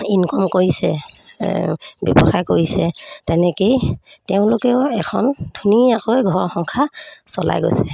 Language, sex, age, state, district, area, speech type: Assamese, female, 30-45, Assam, Sivasagar, rural, spontaneous